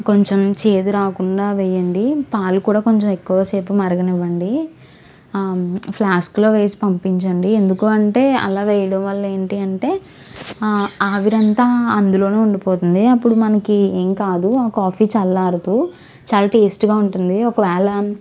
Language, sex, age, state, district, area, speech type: Telugu, female, 18-30, Andhra Pradesh, Konaseema, urban, spontaneous